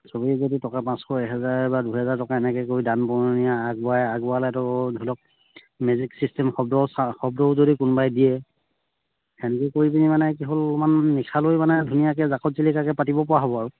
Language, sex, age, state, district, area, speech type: Assamese, male, 30-45, Assam, Sivasagar, rural, conversation